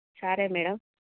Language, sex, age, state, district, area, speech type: Telugu, female, 30-45, Telangana, Jagtial, urban, conversation